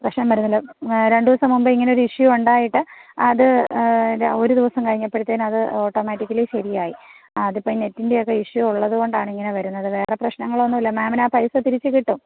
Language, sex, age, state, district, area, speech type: Malayalam, female, 30-45, Kerala, Thiruvananthapuram, rural, conversation